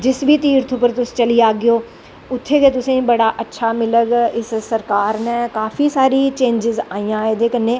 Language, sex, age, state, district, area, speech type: Dogri, female, 45-60, Jammu and Kashmir, Jammu, rural, spontaneous